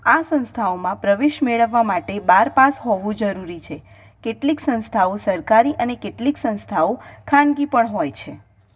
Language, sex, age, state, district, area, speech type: Gujarati, female, 18-30, Gujarat, Mehsana, rural, spontaneous